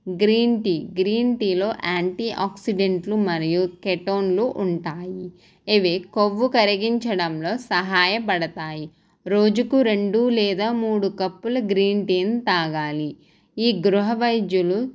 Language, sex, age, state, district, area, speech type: Telugu, female, 18-30, Andhra Pradesh, Konaseema, rural, spontaneous